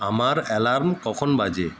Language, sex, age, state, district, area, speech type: Bengali, male, 30-45, West Bengal, Paschim Medinipur, urban, read